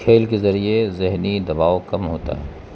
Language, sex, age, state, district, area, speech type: Urdu, male, 45-60, Bihar, Gaya, rural, spontaneous